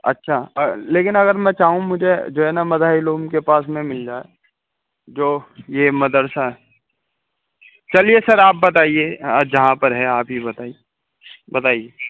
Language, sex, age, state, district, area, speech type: Urdu, male, 18-30, Uttar Pradesh, Saharanpur, urban, conversation